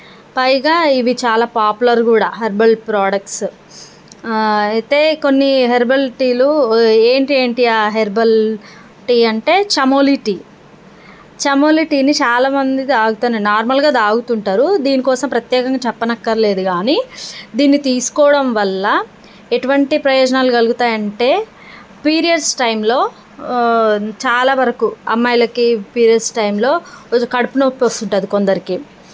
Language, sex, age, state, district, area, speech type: Telugu, female, 30-45, Telangana, Nalgonda, rural, spontaneous